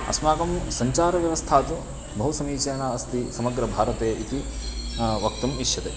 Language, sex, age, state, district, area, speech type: Sanskrit, male, 18-30, Karnataka, Uttara Kannada, rural, spontaneous